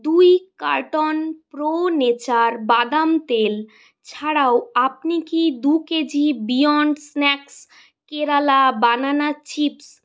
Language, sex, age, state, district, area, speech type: Bengali, female, 60+, West Bengal, Purulia, urban, read